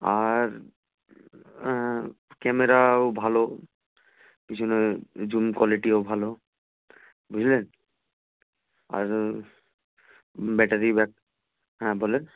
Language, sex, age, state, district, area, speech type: Bengali, male, 18-30, West Bengal, Murshidabad, urban, conversation